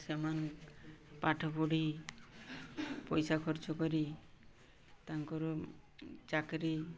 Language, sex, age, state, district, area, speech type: Odia, male, 18-30, Odisha, Mayurbhanj, rural, spontaneous